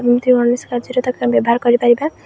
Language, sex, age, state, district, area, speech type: Odia, female, 18-30, Odisha, Jagatsinghpur, rural, spontaneous